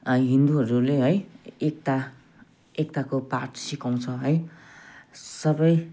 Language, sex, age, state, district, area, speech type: Nepali, male, 30-45, West Bengal, Jalpaiguri, rural, spontaneous